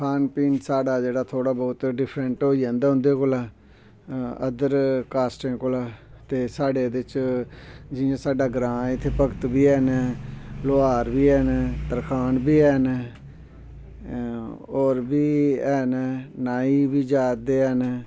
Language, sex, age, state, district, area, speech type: Dogri, male, 45-60, Jammu and Kashmir, Samba, rural, spontaneous